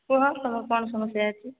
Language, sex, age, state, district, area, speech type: Odia, female, 45-60, Odisha, Sambalpur, rural, conversation